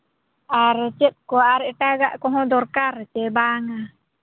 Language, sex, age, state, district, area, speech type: Santali, female, 45-60, Odisha, Mayurbhanj, rural, conversation